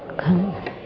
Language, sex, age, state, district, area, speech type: Maithili, female, 18-30, Bihar, Begusarai, rural, spontaneous